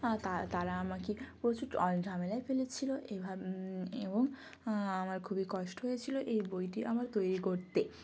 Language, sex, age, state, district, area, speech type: Bengali, female, 18-30, West Bengal, Jalpaiguri, rural, spontaneous